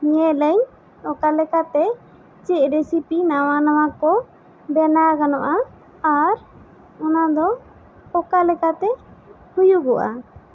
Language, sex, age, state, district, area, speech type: Santali, female, 18-30, West Bengal, Bankura, rural, spontaneous